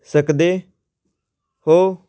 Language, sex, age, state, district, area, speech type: Punjabi, male, 18-30, Punjab, Patiala, urban, read